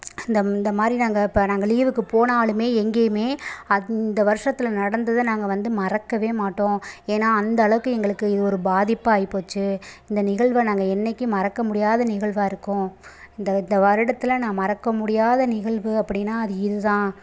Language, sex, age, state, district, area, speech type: Tamil, female, 30-45, Tamil Nadu, Pudukkottai, rural, spontaneous